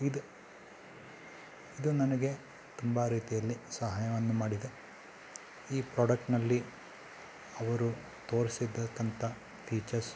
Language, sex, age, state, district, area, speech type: Kannada, male, 45-60, Karnataka, Kolar, urban, spontaneous